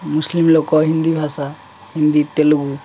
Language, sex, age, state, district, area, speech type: Odia, male, 18-30, Odisha, Jagatsinghpur, urban, spontaneous